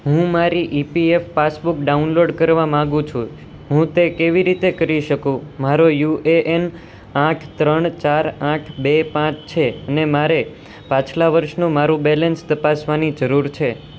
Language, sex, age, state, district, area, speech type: Gujarati, male, 18-30, Gujarat, Surat, urban, read